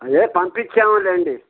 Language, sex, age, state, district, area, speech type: Telugu, male, 60+, Andhra Pradesh, Krishna, urban, conversation